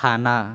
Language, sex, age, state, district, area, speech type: Assamese, male, 30-45, Assam, Nalbari, urban, spontaneous